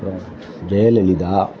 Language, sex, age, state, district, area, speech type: Tamil, male, 45-60, Tamil Nadu, Thoothukudi, urban, spontaneous